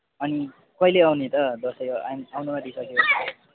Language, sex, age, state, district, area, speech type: Nepali, male, 18-30, West Bengal, Kalimpong, rural, conversation